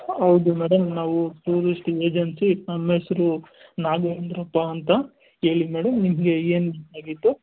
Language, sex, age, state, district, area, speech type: Kannada, male, 60+, Karnataka, Kolar, rural, conversation